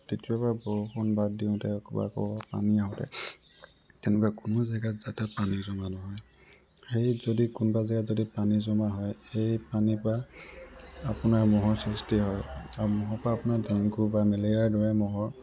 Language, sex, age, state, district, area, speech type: Assamese, male, 18-30, Assam, Tinsukia, urban, spontaneous